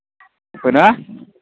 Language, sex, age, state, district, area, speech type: Bodo, male, 45-60, Assam, Udalguri, rural, conversation